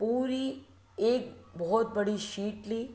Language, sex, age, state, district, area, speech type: Hindi, female, 60+, Madhya Pradesh, Ujjain, urban, spontaneous